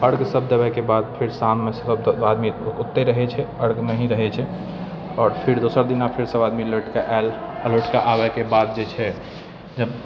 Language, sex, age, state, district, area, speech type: Maithili, male, 60+, Bihar, Purnia, rural, spontaneous